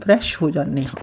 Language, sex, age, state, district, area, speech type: Punjabi, female, 45-60, Punjab, Fatehgarh Sahib, rural, spontaneous